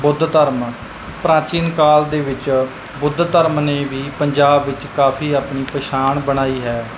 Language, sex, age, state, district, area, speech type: Punjabi, male, 18-30, Punjab, Mansa, urban, spontaneous